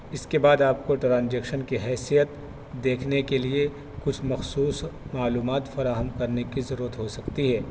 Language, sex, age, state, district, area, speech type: Urdu, male, 30-45, Delhi, North East Delhi, urban, spontaneous